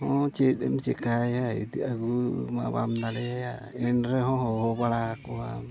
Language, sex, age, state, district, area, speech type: Santali, male, 60+, Odisha, Mayurbhanj, rural, spontaneous